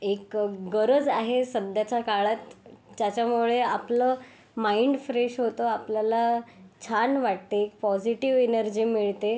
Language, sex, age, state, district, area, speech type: Marathi, female, 18-30, Maharashtra, Yavatmal, urban, spontaneous